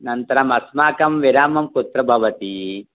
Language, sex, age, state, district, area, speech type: Sanskrit, male, 45-60, Karnataka, Bangalore Urban, urban, conversation